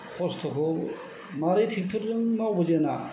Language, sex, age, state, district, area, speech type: Bodo, male, 60+, Assam, Kokrajhar, rural, spontaneous